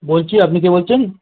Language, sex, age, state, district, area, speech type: Bengali, male, 45-60, West Bengal, Birbhum, urban, conversation